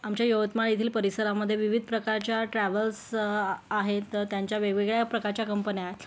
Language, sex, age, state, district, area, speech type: Marathi, female, 18-30, Maharashtra, Yavatmal, rural, spontaneous